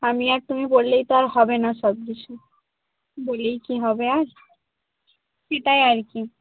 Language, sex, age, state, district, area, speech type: Bengali, female, 30-45, West Bengal, Bankura, urban, conversation